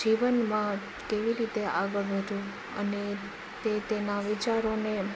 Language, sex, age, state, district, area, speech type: Gujarati, female, 18-30, Gujarat, Rajkot, rural, spontaneous